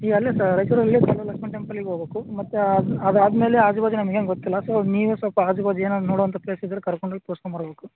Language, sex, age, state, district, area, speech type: Kannada, male, 30-45, Karnataka, Raichur, rural, conversation